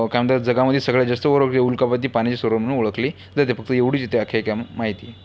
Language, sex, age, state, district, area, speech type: Marathi, male, 18-30, Maharashtra, Washim, rural, spontaneous